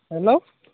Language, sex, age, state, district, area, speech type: Assamese, male, 30-45, Assam, Tinsukia, urban, conversation